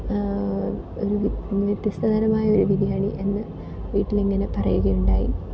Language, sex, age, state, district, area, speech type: Malayalam, female, 18-30, Kerala, Ernakulam, rural, spontaneous